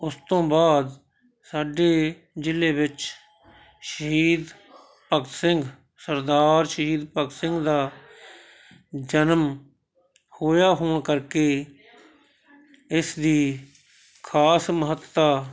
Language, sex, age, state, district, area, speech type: Punjabi, male, 60+, Punjab, Shaheed Bhagat Singh Nagar, urban, spontaneous